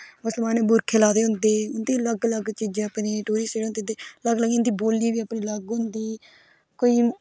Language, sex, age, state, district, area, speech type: Dogri, female, 18-30, Jammu and Kashmir, Udhampur, rural, spontaneous